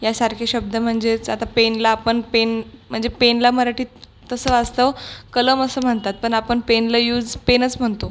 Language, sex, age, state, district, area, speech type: Marathi, female, 18-30, Maharashtra, Buldhana, rural, spontaneous